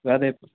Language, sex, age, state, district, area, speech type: Telugu, male, 30-45, Andhra Pradesh, Nellore, rural, conversation